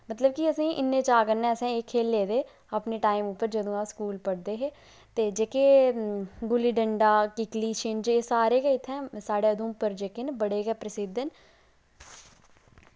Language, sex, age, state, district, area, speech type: Dogri, female, 30-45, Jammu and Kashmir, Udhampur, rural, spontaneous